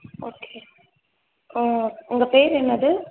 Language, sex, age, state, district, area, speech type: Tamil, female, 18-30, Tamil Nadu, Tiruvallur, urban, conversation